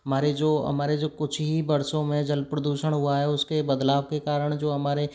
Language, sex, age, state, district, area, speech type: Hindi, male, 45-60, Rajasthan, Karauli, rural, spontaneous